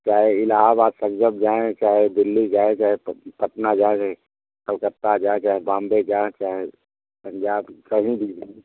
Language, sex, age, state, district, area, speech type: Hindi, male, 60+, Uttar Pradesh, Mau, rural, conversation